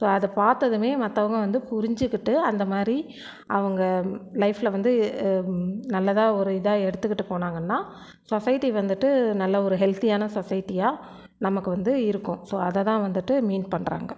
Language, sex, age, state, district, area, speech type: Tamil, female, 45-60, Tamil Nadu, Erode, rural, spontaneous